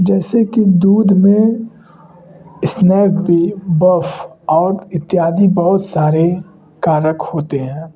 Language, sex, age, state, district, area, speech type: Hindi, male, 18-30, Uttar Pradesh, Varanasi, rural, spontaneous